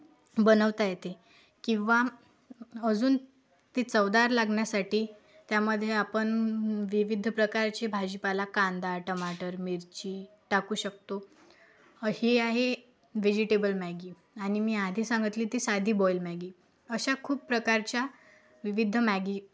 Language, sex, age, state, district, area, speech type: Marathi, female, 18-30, Maharashtra, Akola, urban, spontaneous